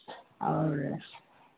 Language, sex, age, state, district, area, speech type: Hindi, female, 45-60, Bihar, Madhepura, rural, conversation